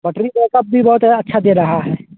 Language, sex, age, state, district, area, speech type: Hindi, male, 30-45, Bihar, Vaishali, rural, conversation